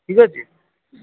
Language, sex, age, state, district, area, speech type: Odia, male, 18-30, Odisha, Cuttack, urban, conversation